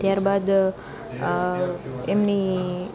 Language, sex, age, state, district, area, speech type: Gujarati, female, 18-30, Gujarat, Junagadh, urban, spontaneous